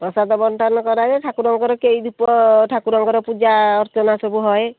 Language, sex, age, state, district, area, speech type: Odia, female, 45-60, Odisha, Kendrapara, urban, conversation